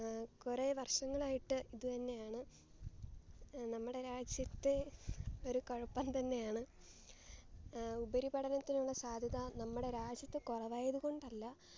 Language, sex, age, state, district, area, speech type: Malayalam, female, 18-30, Kerala, Alappuzha, rural, spontaneous